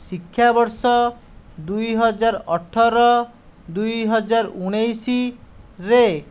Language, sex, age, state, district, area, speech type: Odia, male, 45-60, Odisha, Khordha, rural, read